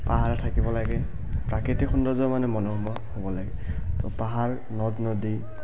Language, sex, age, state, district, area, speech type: Assamese, male, 18-30, Assam, Barpeta, rural, spontaneous